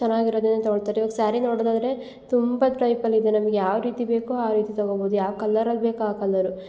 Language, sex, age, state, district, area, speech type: Kannada, female, 18-30, Karnataka, Hassan, rural, spontaneous